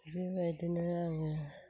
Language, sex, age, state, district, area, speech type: Bodo, female, 45-60, Assam, Chirang, rural, spontaneous